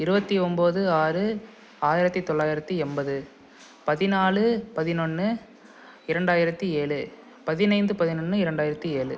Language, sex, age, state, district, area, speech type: Tamil, male, 18-30, Tamil Nadu, Salem, urban, spontaneous